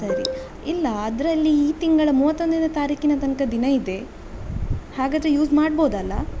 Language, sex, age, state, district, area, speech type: Kannada, female, 18-30, Karnataka, Shimoga, rural, spontaneous